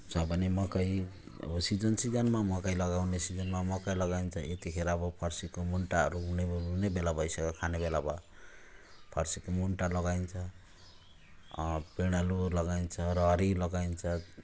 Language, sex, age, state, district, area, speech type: Nepali, male, 45-60, West Bengal, Jalpaiguri, rural, spontaneous